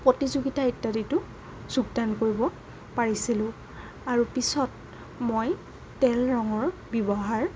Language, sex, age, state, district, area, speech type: Assamese, female, 60+, Assam, Nagaon, rural, spontaneous